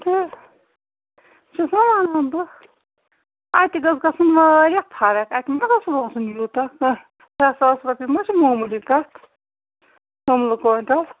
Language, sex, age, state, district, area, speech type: Kashmiri, female, 45-60, Jammu and Kashmir, Srinagar, urban, conversation